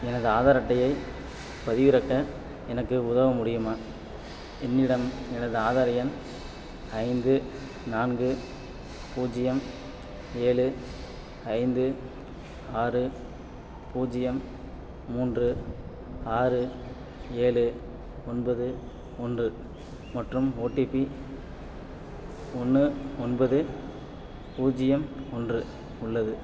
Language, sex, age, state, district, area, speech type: Tamil, male, 30-45, Tamil Nadu, Madurai, urban, read